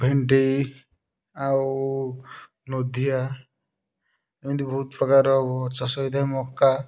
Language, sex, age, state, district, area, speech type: Odia, male, 30-45, Odisha, Kendujhar, urban, spontaneous